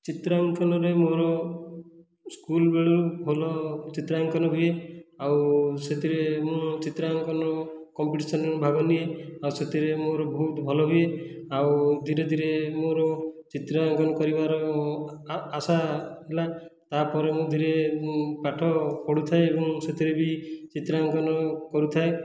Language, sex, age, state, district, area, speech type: Odia, male, 30-45, Odisha, Khordha, rural, spontaneous